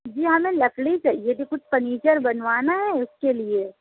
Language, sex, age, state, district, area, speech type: Urdu, female, 45-60, Uttar Pradesh, Lucknow, rural, conversation